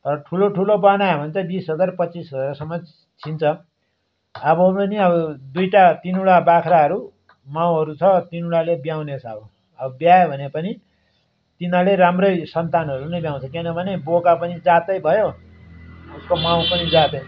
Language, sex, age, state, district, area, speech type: Nepali, male, 60+, West Bengal, Darjeeling, rural, spontaneous